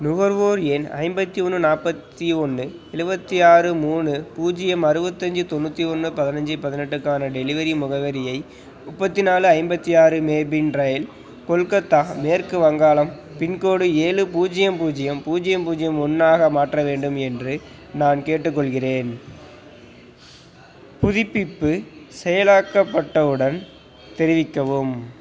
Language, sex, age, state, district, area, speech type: Tamil, male, 18-30, Tamil Nadu, Perambalur, rural, read